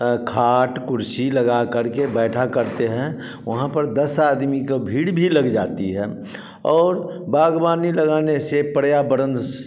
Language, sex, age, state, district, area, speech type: Hindi, male, 60+, Bihar, Samastipur, rural, spontaneous